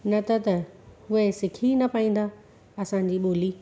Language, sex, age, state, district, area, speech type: Sindhi, female, 30-45, Gujarat, Surat, urban, spontaneous